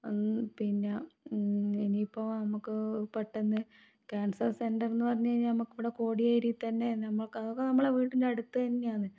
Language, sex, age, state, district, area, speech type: Malayalam, female, 30-45, Kerala, Kannur, rural, spontaneous